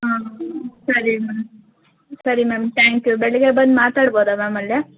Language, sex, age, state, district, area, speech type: Kannada, female, 18-30, Karnataka, Hassan, urban, conversation